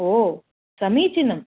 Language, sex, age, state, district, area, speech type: Sanskrit, female, 30-45, Karnataka, Hassan, urban, conversation